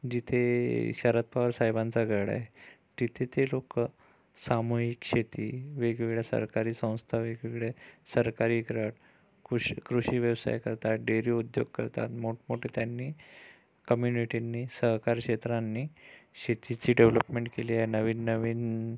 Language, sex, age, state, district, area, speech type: Marathi, male, 30-45, Maharashtra, Amravati, urban, spontaneous